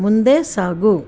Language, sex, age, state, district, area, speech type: Kannada, female, 60+, Karnataka, Mysore, rural, read